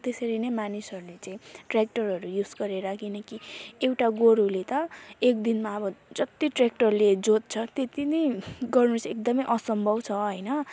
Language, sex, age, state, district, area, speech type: Nepali, female, 18-30, West Bengal, Alipurduar, rural, spontaneous